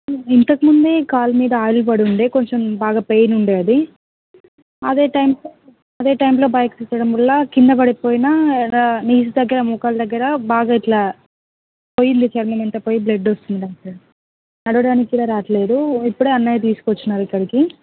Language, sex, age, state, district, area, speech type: Telugu, female, 18-30, Telangana, Hyderabad, urban, conversation